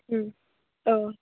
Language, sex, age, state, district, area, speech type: Bodo, female, 18-30, Assam, Udalguri, urban, conversation